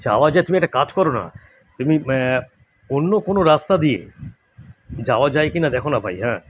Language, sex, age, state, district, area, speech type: Bengali, male, 60+, West Bengal, Kolkata, urban, spontaneous